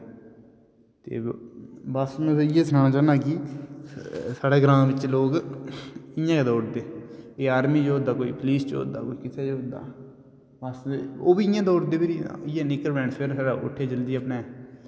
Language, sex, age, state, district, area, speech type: Dogri, male, 18-30, Jammu and Kashmir, Udhampur, rural, spontaneous